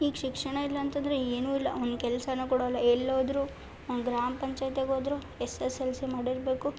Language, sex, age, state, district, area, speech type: Kannada, female, 18-30, Karnataka, Chitradurga, rural, spontaneous